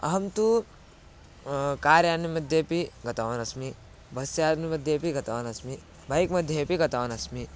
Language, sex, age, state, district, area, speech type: Sanskrit, male, 18-30, Karnataka, Bidar, rural, spontaneous